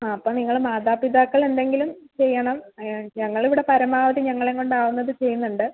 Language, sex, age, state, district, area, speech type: Malayalam, female, 18-30, Kerala, Kasaragod, rural, conversation